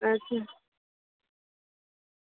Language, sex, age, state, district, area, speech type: Gujarati, female, 45-60, Gujarat, Surat, rural, conversation